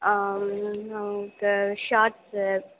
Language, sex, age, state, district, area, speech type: Tamil, female, 18-30, Tamil Nadu, Sivaganga, rural, conversation